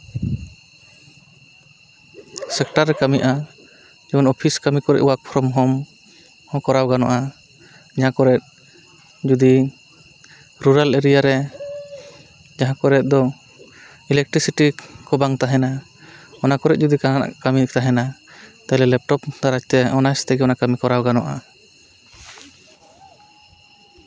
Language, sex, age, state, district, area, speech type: Santali, male, 30-45, West Bengal, Purulia, rural, spontaneous